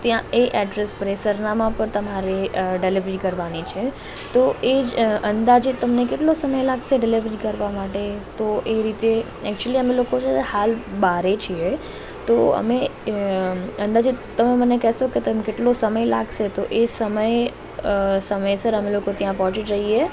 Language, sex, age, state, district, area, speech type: Gujarati, female, 30-45, Gujarat, Morbi, rural, spontaneous